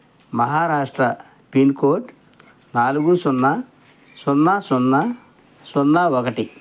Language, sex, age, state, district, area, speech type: Telugu, male, 60+, Andhra Pradesh, Krishna, rural, read